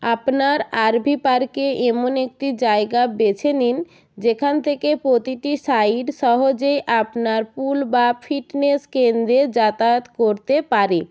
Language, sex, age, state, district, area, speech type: Bengali, female, 45-60, West Bengal, Jalpaiguri, rural, read